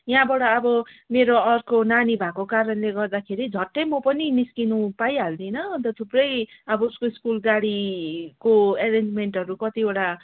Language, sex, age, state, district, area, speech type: Nepali, female, 30-45, West Bengal, Darjeeling, rural, conversation